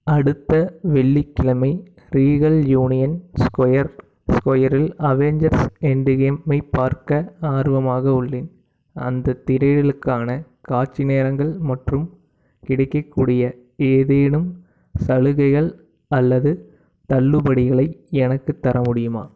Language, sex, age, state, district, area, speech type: Tamil, male, 18-30, Tamil Nadu, Tiruppur, urban, read